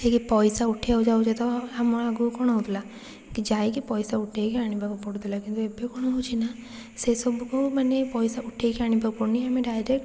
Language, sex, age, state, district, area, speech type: Odia, female, 45-60, Odisha, Puri, urban, spontaneous